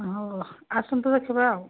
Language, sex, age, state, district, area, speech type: Odia, female, 45-60, Odisha, Angul, rural, conversation